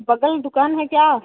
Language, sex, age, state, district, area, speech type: Hindi, female, 18-30, Uttar Pradesh, Chandauli, rural, conversation